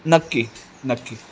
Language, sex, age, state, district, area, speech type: Marathi, male, 30-45, Maharashtra, Sangli, urban, spontaneous